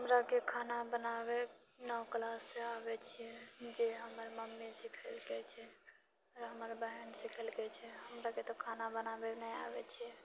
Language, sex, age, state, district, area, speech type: Maithili, female, 45-60, Bihar, Purnia, rural, spontaneous